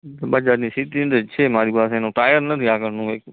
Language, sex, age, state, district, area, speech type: Gujarati, male, 30-45, Gujarat, Kutch, urban, conversation